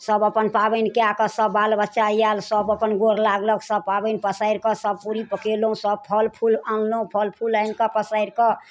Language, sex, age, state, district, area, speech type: Maithili, female, 45-60, Bihar, Darbhanga, rural, spontaneous